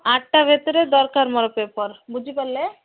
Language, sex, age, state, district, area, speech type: Odia, female, 30-45, Odisha, Malkangiri, urban, conversation